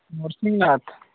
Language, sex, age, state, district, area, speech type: Odia, male, 30-45, Odisha, Bargarh, urban, conversation